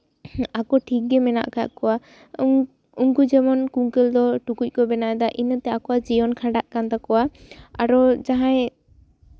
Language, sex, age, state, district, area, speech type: Santali, female, 18-30, West Bengal, Jhargram, rural, spontaneous